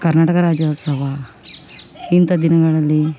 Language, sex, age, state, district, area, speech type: Kannada, female, 45-60, Karnataka, Vijayanagara, rural, spontaneous